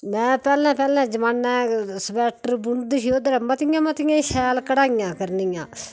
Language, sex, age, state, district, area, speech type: Dogri, female, 60+, Jammu and Kashmir, Udhampur, rural, spontaneous